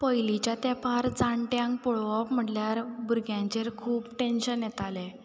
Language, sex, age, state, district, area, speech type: Goan Konkani, female, 18-30, Goa, Ponda, rural, spontaneous